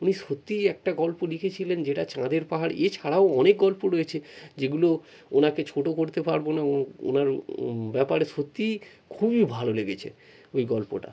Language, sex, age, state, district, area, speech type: Bengali, male, 45-60, West Bengal, North 24 Parganas, urban, spontaneous